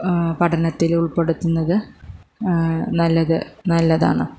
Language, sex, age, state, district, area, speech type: Malayalam, female, 30-45, Kerala, Malappuram, urban, spontaneous